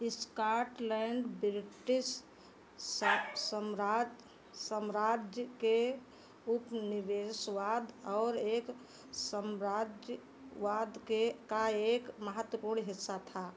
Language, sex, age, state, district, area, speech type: Hindi, female, 60+, Uttar Pradesh, Sitapur, rural, read